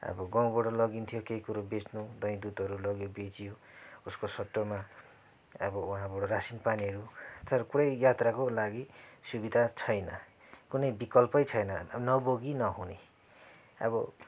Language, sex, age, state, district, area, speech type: Nepali, male, 30-45, West Bengal, Kalimpong, rural, spontaneous